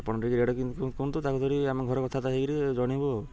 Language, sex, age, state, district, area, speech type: Odia, male, 30-45, Odisha, Ganjam, urban, spontaneous